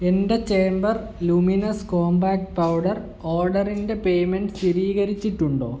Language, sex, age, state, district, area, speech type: Malayalam, male, 18-30, Kerala, Kottayam, rural, read